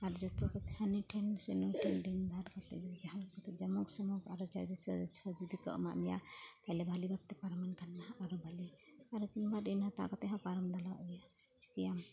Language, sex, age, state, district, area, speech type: Santali, female, 45-60, West Bengal, Purulia, rural, spontaneous